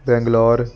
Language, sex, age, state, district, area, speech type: Punjabi, male, 18-30, Punjab, Ludhiana, urban, spontaneous